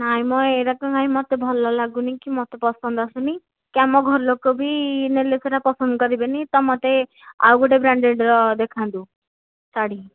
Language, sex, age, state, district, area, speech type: Odia, female, 18-30, Odisha, Nayagarh, rural, conversation